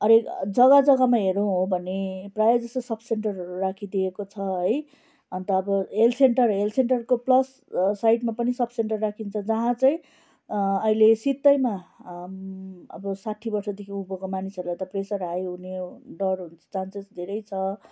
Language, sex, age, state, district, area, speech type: Nepali, female, 30-45, West Bengal, Darjeeling, rural, spontaneous